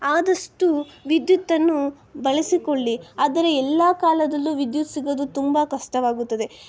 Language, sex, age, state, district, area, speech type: Kannada, female, 18-30, Karnataka, Shimoga, urban, spontaneous